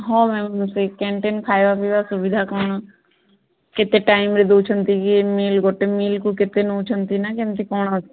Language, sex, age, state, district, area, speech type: Odia, female, 18-30, Odisha, Sundergarh, urban, conversation